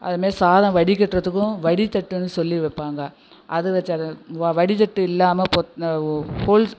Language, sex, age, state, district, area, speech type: Tamil, female, 60+, Tamil Nadu, Nagapattinam, rural, spontaneous